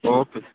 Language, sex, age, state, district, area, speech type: Punjabi, male, 30-45, Punjab, Mansa, urban, conversation